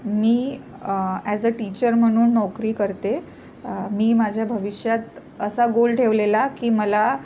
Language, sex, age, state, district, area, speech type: Marathi, female, 30-45, Maharashtra, Nagpur, urban, spontaneous